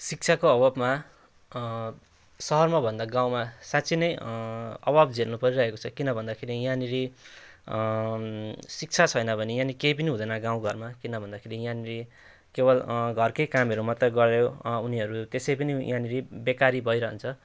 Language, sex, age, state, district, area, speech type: Nepali, male, 30-45, West Bengal, Jalpaiguri, rural, spontaneous